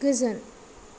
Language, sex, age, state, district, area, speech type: Bodo, female, 18-30, Assam, Kokrajhar, rural, read